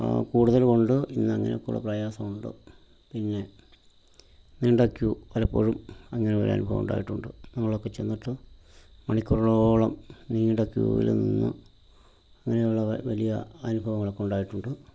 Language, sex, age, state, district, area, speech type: Malayalam, male, 45-60, Kerala, Pathanamthitta, rural, spontaneous